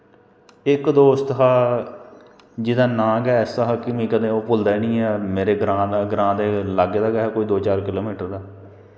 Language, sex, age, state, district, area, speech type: Dogri, male, 30-45, Jammu and Kashmir, Kathua, rural, spontaneous